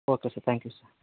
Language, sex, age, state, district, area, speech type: Telugu, male, 60+, Andhra Pradesh, Vizianagaram, rural, conversation